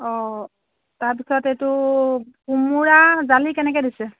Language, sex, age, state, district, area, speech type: Assamese, female, 45-60, Assam, Golaghat, urban, conversation